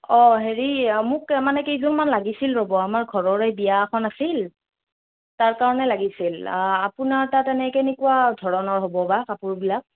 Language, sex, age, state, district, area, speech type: Assamese, female, 30-45, Assam, Morigaon, rural, conversation